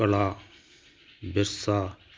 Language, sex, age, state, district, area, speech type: Punjabi, male, 45-60, Punjab, Hoshiarpur, urban, spontaneous